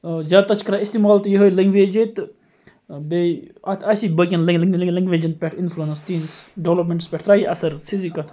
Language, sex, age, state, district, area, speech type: Kashmiri, male, 18-30, Jammu and Kashmir, Kupwara, rural, spontaneous